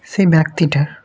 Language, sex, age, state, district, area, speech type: Bengali, male, 18-30, West Bengal, Murshidabad, urban, spontaneous